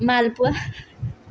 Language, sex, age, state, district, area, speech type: Assamese, female, 18-30, Assam, Majuli, urban, spontaneous